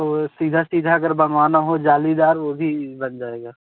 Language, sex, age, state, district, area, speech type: Hindi, male, 18-30, Uttar Pradesh, Jaunpur, rural, conversation